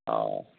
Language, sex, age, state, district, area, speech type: Assamese, male, 30-45, Assam, Goalpara, rural, conversation